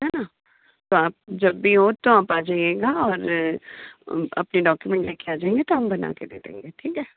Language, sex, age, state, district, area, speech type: Hindi, female, 45-60, Madhya Pradesh, Bhopal, urban, conversation